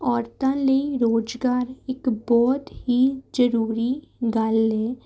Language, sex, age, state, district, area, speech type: Punjabi, female, 18-30, Punjab, Jalandhar, urban, spontaneous